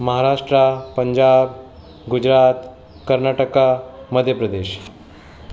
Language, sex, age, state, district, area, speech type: Sindhi, male, 45-60, Maharashtra, Mumbai Suburban, urban, spontaneous